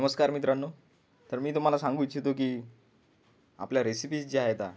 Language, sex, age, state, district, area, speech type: Marathi, male, 30-45, Maharashtra, Washim, rural, spontaneous